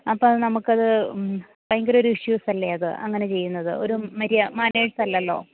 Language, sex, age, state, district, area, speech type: Malayalam, female, 30-45, Kerala, Idukki, rural, conversation